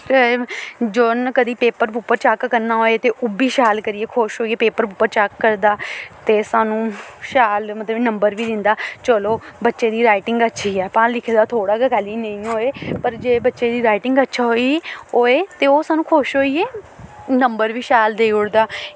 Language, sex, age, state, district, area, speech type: Dogri, female, 18-30, Jammu and Kashmir, Samba, urban, spontaneous